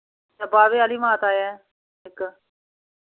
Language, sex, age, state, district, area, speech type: Dogri, female, 45-60, Jammu and Kashmir, Reasi, rural, conversation